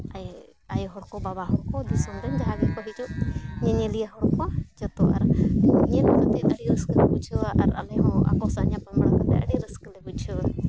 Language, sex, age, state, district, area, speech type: Santali, female, 30-45, Jharkhand, Bokaro, rural, spontaneous